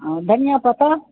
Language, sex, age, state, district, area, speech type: Maithili, female, 60+, Bihar, Supaul, rural, conversation